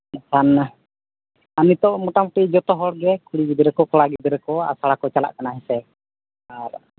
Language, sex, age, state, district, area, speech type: Santali, male, 18-30, Jharkhand, East Singhbhum, rural, conversation